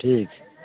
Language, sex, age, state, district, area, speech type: Hindi, male, 60+, Bihar, Muzaffarpur, rural, conversation